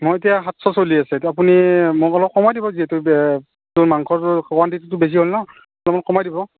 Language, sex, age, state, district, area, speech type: Assamese, male, 30-45, Assam, Morigaon, rural, conversation